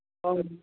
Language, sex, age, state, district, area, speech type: Hindi, male, 18-30, Bihar, Vaishali, urban, conversation